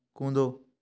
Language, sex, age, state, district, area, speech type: Hindi, male, 18-30, Madhya Pradesh, Gwalior, urban, read